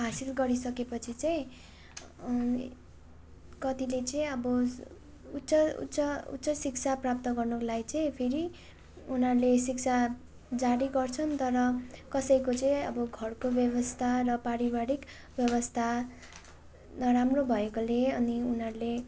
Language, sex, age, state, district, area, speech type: Nepali, female, 18-30, West Bengal, Darjeeling, rural, spontaneous